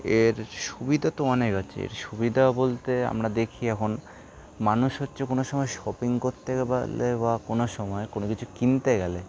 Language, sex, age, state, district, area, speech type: Bengali, male, 18-30, West Bengal, Kolkata, urban, spontaneous